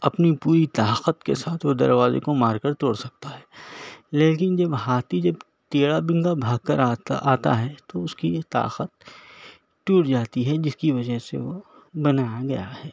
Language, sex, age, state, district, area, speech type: Urdu, male, 60+, Telangana, Hyderabad, urban, spontaneous